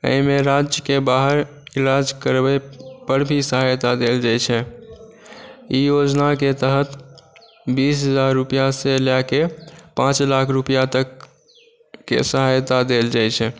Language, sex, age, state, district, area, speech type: Maithili, male, 18-30, Bihar, Supaul, rural, spontaneous